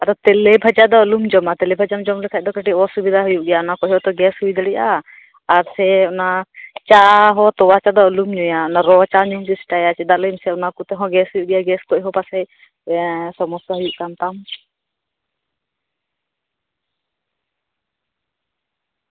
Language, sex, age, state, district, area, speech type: Santali, female, 30-45, West Bengal, Birbhum, rural, conversation